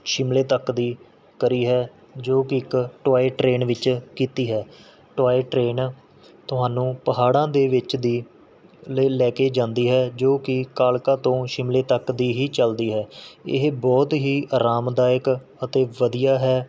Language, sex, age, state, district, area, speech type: Punjabi, male, 18-30, Punjab, Mohali, urban, spontaneous